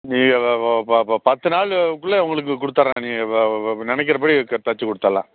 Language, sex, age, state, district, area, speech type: Tamil, male, 45-60, Tamil Nadu, Thanjavur, urban, conversation